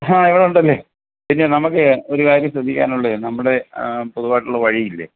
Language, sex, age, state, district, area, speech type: Malayalam, male, 60+, Kerala, Alappuzha, rural, conversation